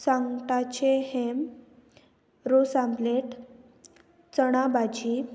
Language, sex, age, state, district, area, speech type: Goan Konkani, female, 18-30, Goa, Murmgao, rural, spontaneous